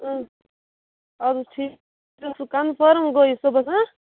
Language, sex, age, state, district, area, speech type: Kashmiri, female, 30-45, Jammu and Kashmir, Bandipora, rural, conversation